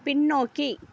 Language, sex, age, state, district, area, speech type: Tamil, female, 30-45, Tamil Nadu, Dharmapuri, rural, read